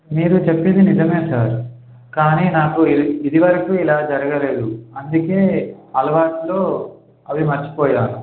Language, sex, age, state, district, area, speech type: Telugu, male, 18-30, Telangana, Kamareddy, urban, conversation